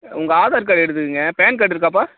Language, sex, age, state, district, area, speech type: Tamil, male, 30-45, Tamil Nadu, Tiruchirappalli, rural, conversation